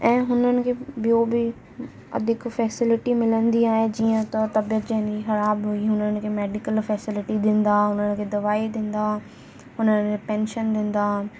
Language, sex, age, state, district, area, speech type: Sindhi, female, 18-30, Rajasthan, Ajmer, urban, spontaneous